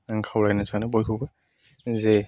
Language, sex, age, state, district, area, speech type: Bodo, male, 30-45, Assam, Kokrajhar, rural, spontaneous